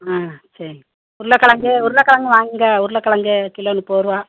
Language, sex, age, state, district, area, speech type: Tamil, female, 60+, Tamil Nadu, Madurai, urban, conversation